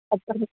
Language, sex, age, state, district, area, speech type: Malayalam, female, 30-45, Kerala, Idukki, rural, conversation